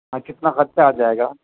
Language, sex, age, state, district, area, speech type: Urdu, male, 60+, Delhi, North East Delhi, urban, conversation